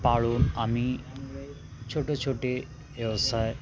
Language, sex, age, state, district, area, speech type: Marathi, male, 45-60, Maharashtra, Osmanabad, rural, spontaneous